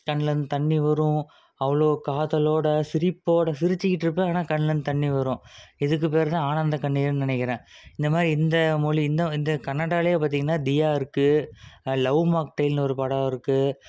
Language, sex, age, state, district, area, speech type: Tamil, male, 18-30, Tamil Nadu, Salem, urban, spontaneous